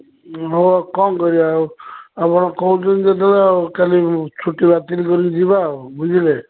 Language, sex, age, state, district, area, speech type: Odia, male, 60+, Odisha, Gajapati, rural, conversation